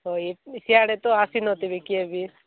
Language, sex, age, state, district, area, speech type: Odia, female, 18-30, Odisha, Nabarangpur, urban, conversation